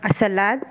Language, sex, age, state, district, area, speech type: Marathi, female, 45-60, Maharashtra, Buldhana, rural, spontaneous